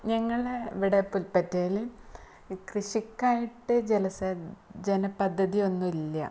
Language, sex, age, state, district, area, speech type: Malayalam, female, 30-45, Kerala, Malappuram, rural, spontaneous